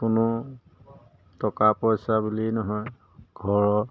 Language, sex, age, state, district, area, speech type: Assamese, male, 30-45, Assam, Majuli, urban, spontaneous